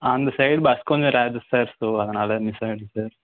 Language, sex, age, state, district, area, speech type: Tamil, male, 30-45, Tamil Nadu, Ariyalur, rural, conversation